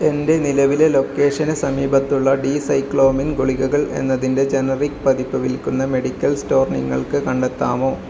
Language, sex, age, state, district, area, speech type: Malayalam, male, 30-45, Kerala, Kasaragod, rural, read